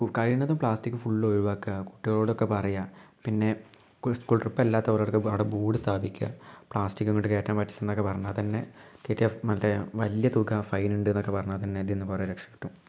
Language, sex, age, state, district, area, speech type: Malayalam, male, 18-30, Kerala, Malappuram, rural, spontaneous